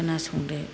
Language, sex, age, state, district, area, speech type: Bodo, female, 45-60, Assam, Kokrajhar, rural, spontaneous